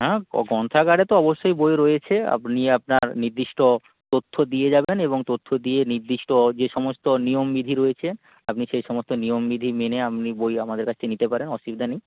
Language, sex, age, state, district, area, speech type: Bengali, male, 18-30, West Bengal, North 24 Parganas, rural, conversation